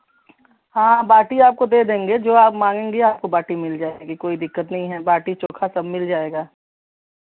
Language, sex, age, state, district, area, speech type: Hindi, female, 30-45, Uttar Pradesh, Chandauli, rural, conversation